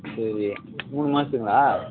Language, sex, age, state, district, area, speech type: Tamil, male, 18-30, Tamil Nadu, Madurai, urban, conversation